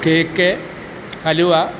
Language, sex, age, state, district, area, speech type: Malayalam, male, 60+, Kerala, Kottayam, urban, spontaneous